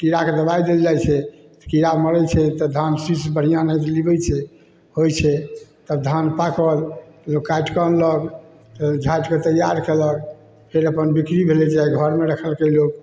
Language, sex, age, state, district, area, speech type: Maithili, male, 60+, Bihar, Samastipur, rural, spontaneous